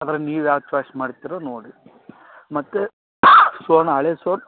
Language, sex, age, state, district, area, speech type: Kannada, male, 45-60, Karnataka, Raichur, rural, conversation